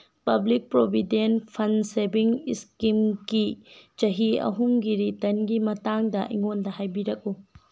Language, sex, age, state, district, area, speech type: Manipuri, female, 18-30, Manipur, Tengnoupal, rural, read